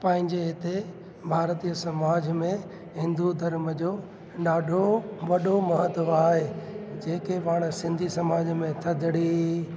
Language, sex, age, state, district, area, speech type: Sindhi, male, 30-45, Gujarat, Junagadh, urban, spontaneous